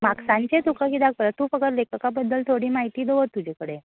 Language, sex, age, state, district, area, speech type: Goan Konkani, female, 18-30, Goa, Tiswadi, rural, conversation